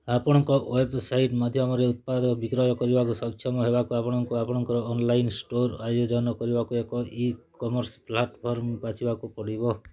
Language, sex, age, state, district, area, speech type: Odia, male, 45-60, Odisha, Kalahandi, rural, read